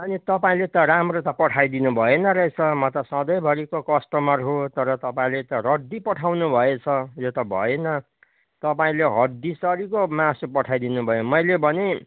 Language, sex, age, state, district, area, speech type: Nepali, male, 60+, West Bengal, Kalimpong, rural, conversation